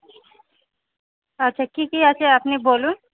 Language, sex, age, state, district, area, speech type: Bengali, female, 30-45, West Bengal, Hooghly, urban, conversation